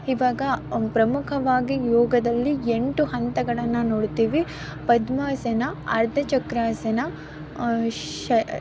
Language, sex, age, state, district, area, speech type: Kannada, female, 18-30, Karnataka, Mysore, rural, spontaneous